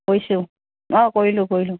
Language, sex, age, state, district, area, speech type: Assamese, female, 60+, Assam, Charaideo, urban, conversation